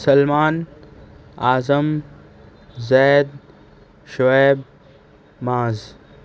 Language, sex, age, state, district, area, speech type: Urdu, male, 18-30, Maharashtra, Nashik, urban, spontaneous